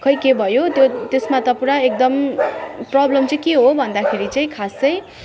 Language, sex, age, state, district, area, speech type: Nepali, female, 45-60, West Bengal, Darjeeling, rural, spontaneous